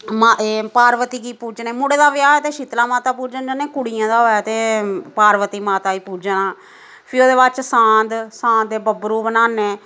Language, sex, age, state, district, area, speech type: Dogri, female, 45-60, Jammu and Kashmir, Samba, rural, spontaneous